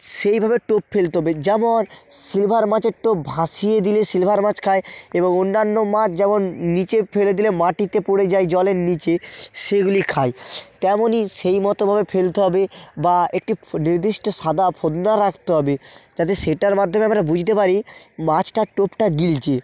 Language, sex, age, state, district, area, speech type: Bengali, male, 30-45, West Bengal, North 24 Parganas, rural, spontaneous